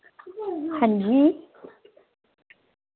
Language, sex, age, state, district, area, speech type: Dogri, female, 30-45, Jammu and Kashmir, Samba, rural, conversation